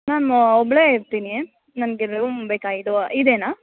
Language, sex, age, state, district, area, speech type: Kannada, female, 18-30, Karnataka, Bellary, rural, conversation